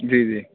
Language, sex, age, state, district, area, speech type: Urdu, male, 18-30, Uttar Pradesh, Rampur, urban, conversation